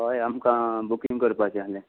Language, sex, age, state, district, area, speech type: Goan Konkani, male, 45-60, Goa, Tiswadi, rural, conversation